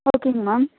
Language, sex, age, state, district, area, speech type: Tamil, female, 30-45, Tamil Nadu, Nilgiris, urban, conversation